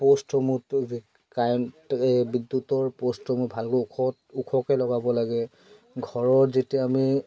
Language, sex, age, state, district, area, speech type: Assamese, male, 30-45, Assam, Charaideo, urban, spontaneous